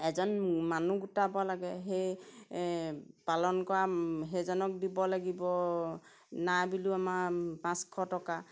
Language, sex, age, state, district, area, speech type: Assamese, female, 45-60, Assam, Golaghat, rural, spontaneous